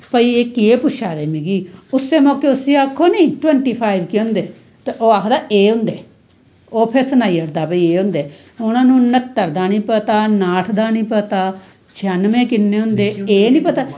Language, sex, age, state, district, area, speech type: Dogri, female, 45-60, Jammu and Kashmir, Samba, rural, spontaneous